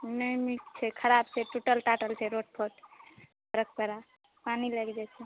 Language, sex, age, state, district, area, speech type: Maithili, female, 45-60, Bihar, Supaul, rural, conversation